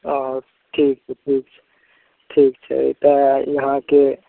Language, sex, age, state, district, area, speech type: Maithili, male, 18-30, Bihar, Madhepura, rural, conversation